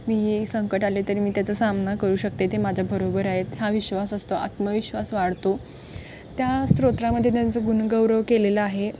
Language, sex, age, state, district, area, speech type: Marathi, female, 18-30, Maharashtra, Kolhapur, urban, spontaneous